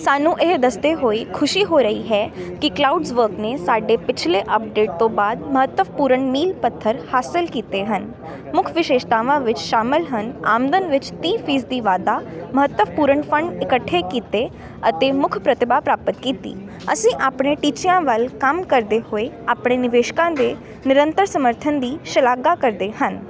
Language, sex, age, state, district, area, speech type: Punjabi, female, 18-30, Punjab, Ludhiana, urban, read